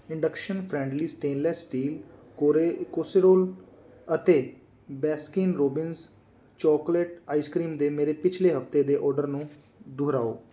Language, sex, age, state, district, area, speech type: Punjabi, male, 18-30, Punjab, Fazilka, urban, read